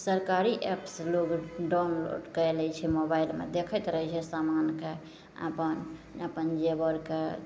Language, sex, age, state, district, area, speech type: Maithili, female, 18-30, Bihar, Araria, rural, spontaneous